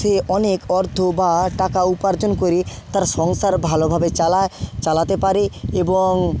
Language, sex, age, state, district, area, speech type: Bengali, male, 30-45, West Bengal, Purba Medinipur, rural, spontaneous